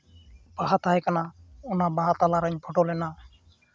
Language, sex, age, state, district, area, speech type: Santali, male, 18-30, West Bengal, Uttar Dinajpur, rural, spontaneous